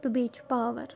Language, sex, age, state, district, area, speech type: Kashmiri, female, 30-45, Jammu and Kashmir, Bandipora, rural, spontaneous